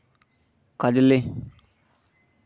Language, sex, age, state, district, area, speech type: Santali, male, 18-30, West Bengal, Bankura, rural, spontaneous